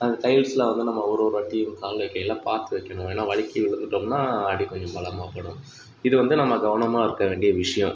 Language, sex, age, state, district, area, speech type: Tamil, male, 30-45, Tamil Nadu, Pudukkottai, rural, spontaneous